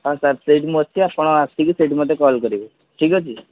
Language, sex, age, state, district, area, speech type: Odia, male, 18-30, Odisha, Kendujhar, urban, conversation